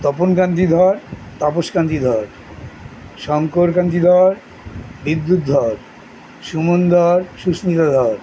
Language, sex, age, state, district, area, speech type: Bengali, male, 60+, West Bengal, Kolkata, urban, spontaneous